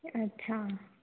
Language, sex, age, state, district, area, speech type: Sindhi, female, 18-30, Gujarat, Surat, urban, conversation